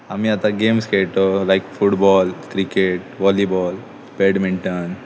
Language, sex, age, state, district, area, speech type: Goan Konkani, male, 18-30, Goa, Pernem, rural, spontaneous